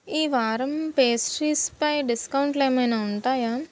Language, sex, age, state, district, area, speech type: Telugu, female, 18-30, Andhra Pradesh, Anakapalli, rural, read